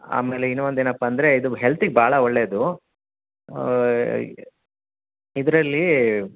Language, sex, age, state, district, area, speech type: Kannada, male, 45-60, Karnataka, Davanagere, urban, conversation